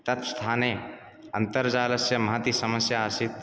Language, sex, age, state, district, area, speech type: Sanskrit, male, 18-30, Odisha, Ganjam, rural, spontaneous